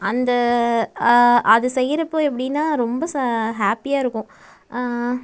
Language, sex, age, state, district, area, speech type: Tamil, female, 30-45, Tamil Nadu, Nagapattinam, rural, spontaneous